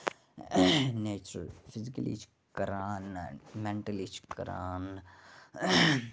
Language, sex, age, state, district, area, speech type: Kashmiri, male, 18-30, Jammu and Kashmir, Bandipora, rural, spontaneous